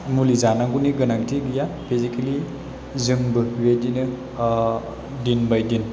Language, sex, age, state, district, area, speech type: Bodo, male, 30-45, Assam, Chirang, rural, spontaneous